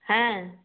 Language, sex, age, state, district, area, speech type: Bengali, female, 30-45, West Bengal, Jalpaiguri, rural, conversation